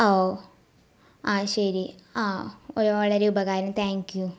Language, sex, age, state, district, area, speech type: Malayalam, female, 18-30, Kerala, Ernakulam, rural, spontaneous